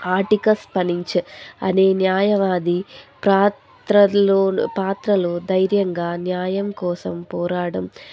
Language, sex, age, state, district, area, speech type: Telugu, female, 18-30, Andhra Pradesh, Anantapur, rural, spontaneous